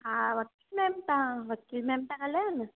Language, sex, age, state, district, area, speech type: Sindhi, female, 30-45, Gujarat, Surat, urban, conversation